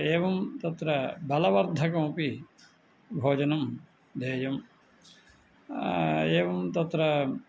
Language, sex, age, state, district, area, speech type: Sanskrit, male, 45-60, Tamil Nadu, Tiruvannamalai, urban, spontaneous